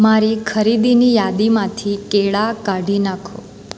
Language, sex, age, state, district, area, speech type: Gujarati, female, 18-30, Gujarat, Surat, rural, read